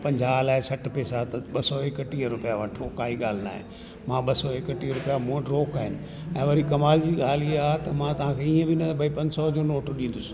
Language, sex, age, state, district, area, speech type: Sindhi, male, 60+, Delhi, South Delhi, urban, spontaneous